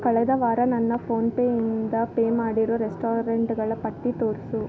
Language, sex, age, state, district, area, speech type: Kannada, female, 30-45, Karnataka, Bangalore Urban, rural, read